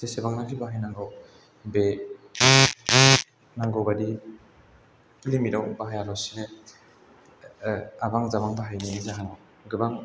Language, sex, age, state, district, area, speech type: Bodo, male, 18-30, Assam, Chirang, urban, spontaneous